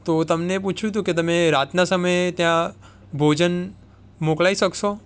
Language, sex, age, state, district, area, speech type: Gujarati, male, 18-30, Gujarat, Surat, urban, spontaneous